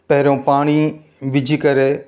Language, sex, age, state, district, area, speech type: Sindhi, male, 45-60, Madhya Pradesh, Katni, rural, spontaneous